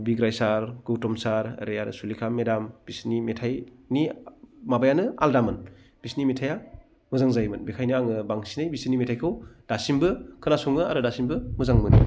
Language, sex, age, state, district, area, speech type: Bodo, male, 30-45, Assam, Baksa, rural, spontaneous